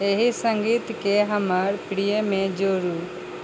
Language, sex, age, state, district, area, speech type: Maithili, female, 60+, Bihar, Sitamarhi, rural, read